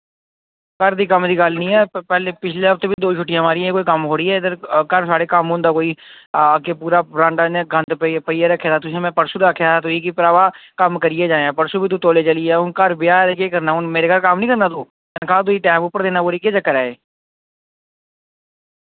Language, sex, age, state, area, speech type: Dogri, male, 18-30, Jammu and Kashmir, rural, conversation